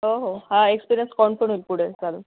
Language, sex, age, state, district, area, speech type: Marathi, female, 30-45, Maharashtra, Akola, urban, conversation